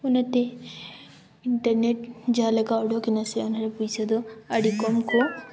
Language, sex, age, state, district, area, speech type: Santali, female, 18-30, Jharkhand, Seraikela Kharsawan, rural, spontaneous